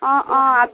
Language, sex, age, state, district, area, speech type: Assamese, female, 18-30, Assam, Sonitpur, rural, conversation